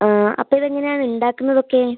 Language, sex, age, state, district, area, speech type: Malayalam, female, 18-30, Kerala, Wayanad, rural, conversation